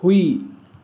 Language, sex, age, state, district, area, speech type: Manipuri, male, 60+, Manipur, Imphal West, urban, read